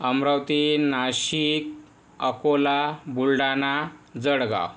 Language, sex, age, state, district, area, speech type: Marathi, male, 18-30, Maharashtra, Yavatmal, rural, spontaneous